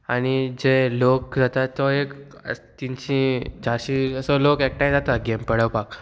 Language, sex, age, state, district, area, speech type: Goan Konkani, male, 18-30, Goa, Murmgao, rural, spontaneous